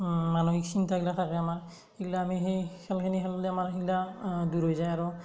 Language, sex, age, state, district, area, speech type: Assamese, male, 18-30, Assam, Darrang, rural, spontaneous